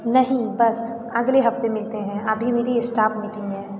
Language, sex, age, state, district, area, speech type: Hindi, female, 18-30, Uttar Pradesh, Azamgarh, rural, read